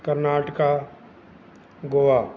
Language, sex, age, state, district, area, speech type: Punjabi, male, 45-60, Punjab, Mansa, urban, spontaneous